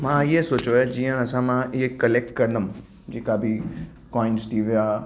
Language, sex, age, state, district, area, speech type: Sindhi, male, 30-45, Maharashtra, Mumbai Suburban, urban, spontaneous